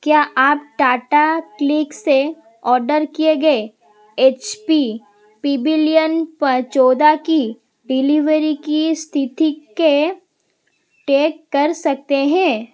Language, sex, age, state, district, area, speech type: Hindi, female, 18-30, Madhya Pradesh, Seoni, urban, read